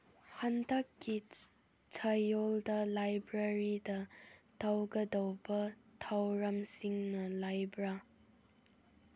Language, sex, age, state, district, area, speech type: Manipuri, female, 18-30, Manipur, Senapati, rural, read